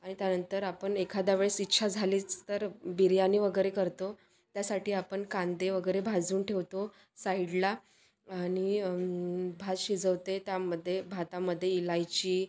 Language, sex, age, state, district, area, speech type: Marathi, female, 30-45, Maharashtra, Wardha, rural, spontaneous